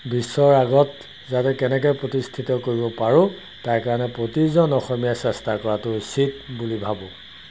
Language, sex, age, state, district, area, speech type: Assamese, male, 60+, Assam, Golaghat, rural, spontaneous